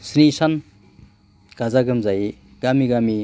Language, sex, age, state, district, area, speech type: Bodo, male, 45-60, Assam, Baksa, rural, spontaneous